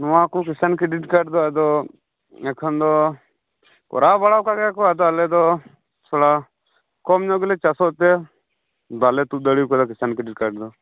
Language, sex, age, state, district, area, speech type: Santali, male, 30-45, West Bengal, Birbhum, rural, conversation